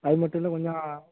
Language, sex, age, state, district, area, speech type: Tamil, male, 18-30, Tamil Nadu, Thoothukudi, rural, conversation